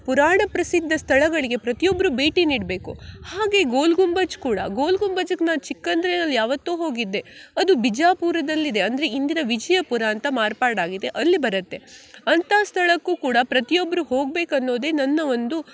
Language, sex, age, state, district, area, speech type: Kannada, female, 18-30, Karnataka, Uttara Kannada, rural, spontaneous